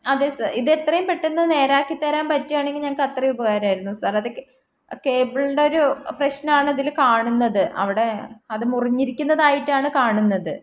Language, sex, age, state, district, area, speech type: Malayalam, female, 18-30, Kerala, Palakkad, rural, spontaneous